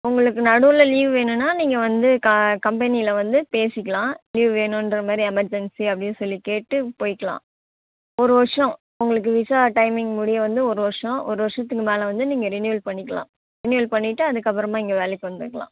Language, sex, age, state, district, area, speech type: Tamil, female, 18-30, Tamil Nadu, Kallakurichi, rural, conversation